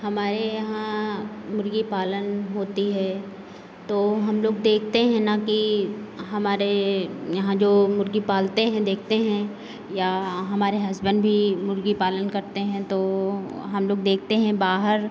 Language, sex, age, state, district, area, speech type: Hindi, female, 30-45, Uttar Pradesh, Lucknow, rural, spontaneous